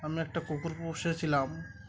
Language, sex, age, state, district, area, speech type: Bengali, male, 18-30, West Bengal, Uttar Dinajpur, urban, spontaneous